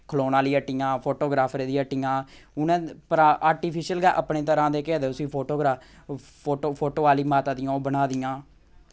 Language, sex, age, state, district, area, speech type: Dogri, male, 30-45, Jammu and Kashmir, Samba, rural, spontaneous